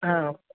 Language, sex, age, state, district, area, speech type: Sanskrit, male, 30-45, Karnataka, Vijayapura, urban, conversation